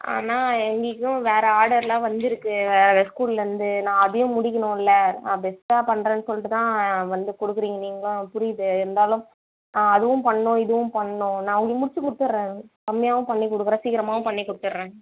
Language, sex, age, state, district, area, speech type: Tamil, female, 18-30, Tamil Nadu, Vellore, urban, conversation